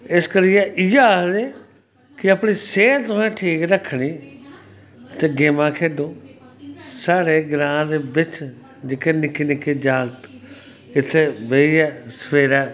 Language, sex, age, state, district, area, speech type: Dogri, male, 45-60, Jammu and Kashmir, Samba, rural, spontaneous